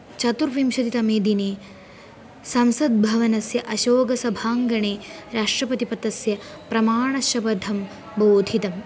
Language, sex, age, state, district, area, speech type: Sanskrit, female, 18-30, Kerala, Palakkad, rural, spontaneous